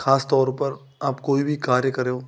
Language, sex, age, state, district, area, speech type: Hindi, male, 30-45, Rajasthan, Bharatpur, rural, spontaneous